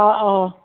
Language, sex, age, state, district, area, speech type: Assamese, female, 45-60, Assam, Nalbari, rural, conversation